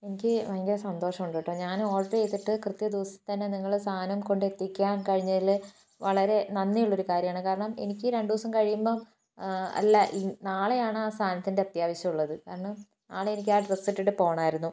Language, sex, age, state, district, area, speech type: Malayalam, female, 30-45, Kerala, Wayanad, rural, spontaneous